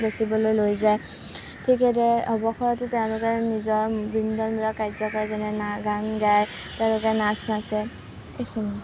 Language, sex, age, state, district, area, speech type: Assamese, female, 18-30, Assam, Kamrup Metropolitan, urban, spontaneous